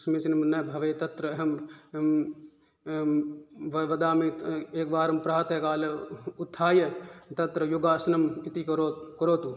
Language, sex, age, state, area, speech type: Sanskrit, male, 18-30, Rajasthan, rural, spontaneous